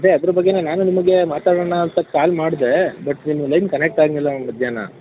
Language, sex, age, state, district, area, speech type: Kannada, male, 18-30, Karnataka, Mandya, rural, conversation